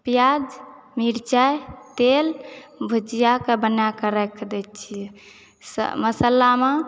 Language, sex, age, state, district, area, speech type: Maithili, female, 45-60, Bihar, Supaul, rural, spontaneous